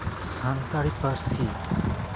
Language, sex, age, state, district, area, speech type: Santali, male, 30-45, Jharkhand, East Singhbhum, rural, spontaneous